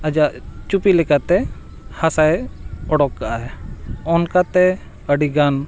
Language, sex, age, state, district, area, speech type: Santali, male, 45-60, Jharkhand, Bokaro, rural, spontaneous